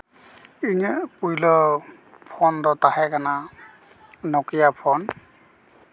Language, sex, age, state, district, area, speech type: Santali, male, 30-45, West Bengal, Paschim Bardhaman, rural, spontaneous